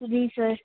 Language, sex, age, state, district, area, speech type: Hindi, female, 18-30, Rajasthan, Jodhpur, urban, conversation